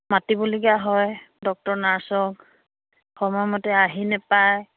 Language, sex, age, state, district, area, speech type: Assamese, female, 60+, Assam, Dibrugarh, rural, conversation